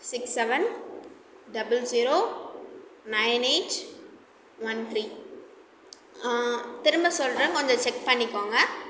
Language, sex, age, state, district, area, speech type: Tamil, female, 30-45, Tamil Nadu, Cuddalore, rural, spontaneous